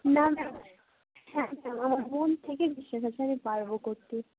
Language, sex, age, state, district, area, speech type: Bengali, female, 18-30, West Bengal, Murshidabad, rural, conversation